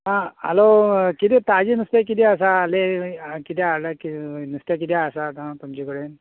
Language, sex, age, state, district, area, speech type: Goan Konkani, male, 45-60, Goa, Canacona, rural, conversation